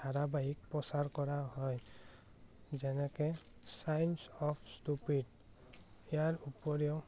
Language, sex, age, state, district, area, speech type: Assamese, male, 18-30, Assam, Morigaon, rural, spontaneous